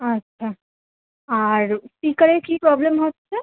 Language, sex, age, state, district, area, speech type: Bengali, female, 18-30, West Bengal, Kolkata, urban, conversation